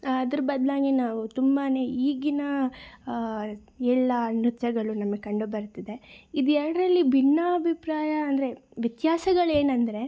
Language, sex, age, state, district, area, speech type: Kannada, female, 18-30, Karnataka, Chikkaballapur, urban, spontaneous